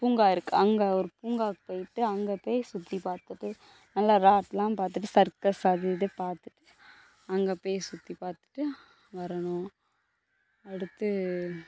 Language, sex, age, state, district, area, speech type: Tamil, female, 18-30, Tamil Nadu, Thoothukudi, urban, spontaneous